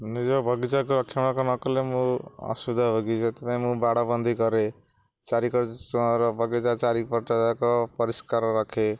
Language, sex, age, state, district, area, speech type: Odia, male, 45-60, Odisha, Jagatsinghpur, rural, spontaneous